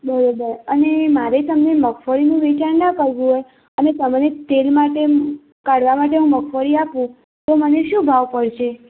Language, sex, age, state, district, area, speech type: Gujarati, female, 18-30, Gujarat, Mehsana, rural, conversation